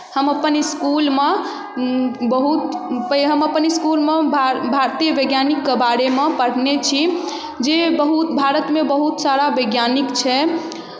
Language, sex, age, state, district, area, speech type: Maithili, female, 18-30, Bihar, Darbhanga, rural, spontaneous